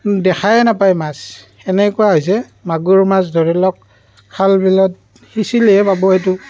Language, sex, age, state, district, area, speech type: Assamese, male, 30-45, Assam, Barpeta, rural, spontaneous